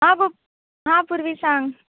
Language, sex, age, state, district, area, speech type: Goan Konkani, female, 18-30, Goa, Bardez, urban, conversation